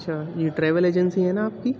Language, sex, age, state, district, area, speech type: Urdu, male, 18-30, Uttar Pradesh, Rampur, urban, spontaneous